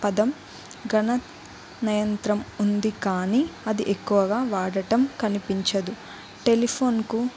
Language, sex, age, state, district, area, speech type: Telugu, female, 18-30, Telangana, Jayashankar, urban, spontaneous